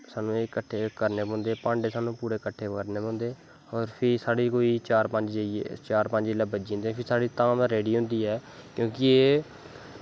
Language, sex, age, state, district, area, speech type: Dogri, male, 18-30, Jammu and Kashmir, Kathua, rural, spontaneous